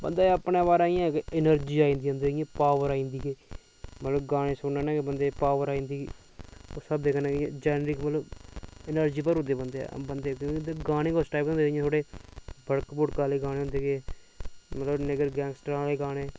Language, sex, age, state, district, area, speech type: Dogri, male, 30-45, Jammu and Kashmir, Udhampur, urban, spontaneous